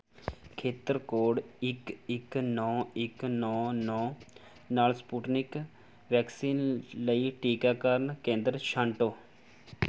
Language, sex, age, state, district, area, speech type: Punjabi, male, 18-30, Punjab, Rupnagar, urban, read